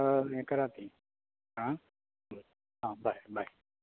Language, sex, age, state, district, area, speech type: Goan Konkani, male, 45-60, Goa, Canacona, rural, conversation